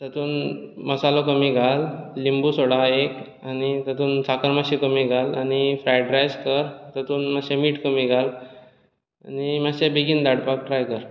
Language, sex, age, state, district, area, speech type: Goan Konkani, male, 18-30, Goa, Bardez, urban, spontaneous